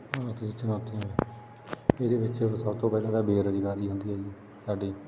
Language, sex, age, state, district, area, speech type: Punjabi, male, 30-45, Punjab, Bathinda, rural, spontaneous